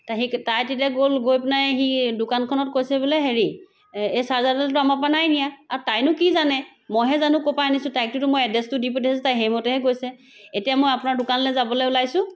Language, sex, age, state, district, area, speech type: Assamese, female, 30-45, Assam, Sivasagar, rural, spontaneous